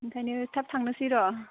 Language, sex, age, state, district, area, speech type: Bodo, female, 18-30, Assam, Baksa, rural, conversation